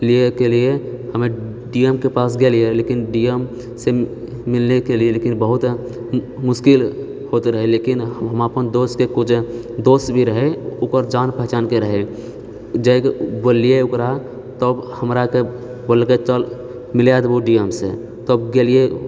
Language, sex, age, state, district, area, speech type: Maithili, male, 30-45, Bihar, Purnia, rural, spontaneous